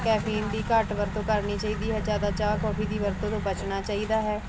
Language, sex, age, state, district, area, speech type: Punjabi, female, 30-45, Punjab, Ludhiana, urban, spontaneous